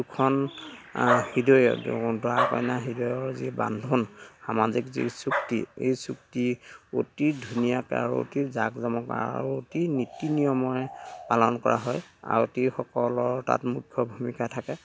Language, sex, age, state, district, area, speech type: Assamese, male, 45-60, Assam, Dhemaji, rural, spontaneous